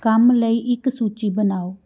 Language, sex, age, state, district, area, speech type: Punjabi, female, 45-60, Punjab, Amritsar, urban, read